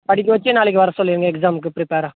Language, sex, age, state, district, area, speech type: Tamil, male, 30-45, Tamil Nadu, Dharmapuri, rural, conversation